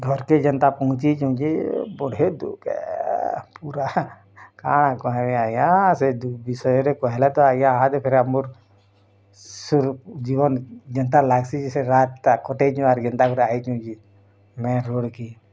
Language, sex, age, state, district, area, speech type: Odia, female, 30-45, Odisha, Bargarh, urban, spontaneous